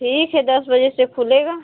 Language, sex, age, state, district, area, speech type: Hindi, female, 60+, Uttar Pradesh, Azamgarh, urban, conversation